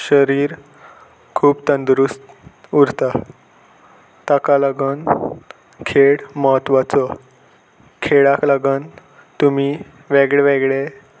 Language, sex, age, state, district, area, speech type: Goan Konkani, male, 18-30, Goa, Salcete, urban, spontaneous